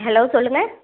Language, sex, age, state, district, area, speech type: Tamil, female, 45-60, Tamil Nadu, Thanjavur, rural, conversation